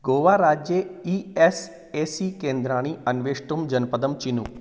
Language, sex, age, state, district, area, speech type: Sanskrit, male, 45-60, Rajasthan, Jaipur, urban, read